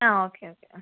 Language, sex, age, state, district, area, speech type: Malayalam, female, 18-30, Kerala, Wayanad, rural, conversation